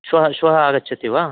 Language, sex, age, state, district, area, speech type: Sanskrit, male, 30-45, Karnataka, Uttara Kannada, rural, conversation